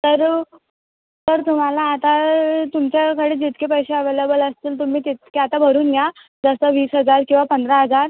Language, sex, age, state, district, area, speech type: Marathi, female, 18-30, Maharashtra, Nagpur, urban, conversation